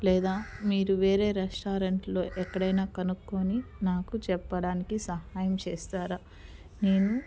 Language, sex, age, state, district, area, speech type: Telugu, female, 30-45, Andhra Pradesh, Nellore, urban, spontaneous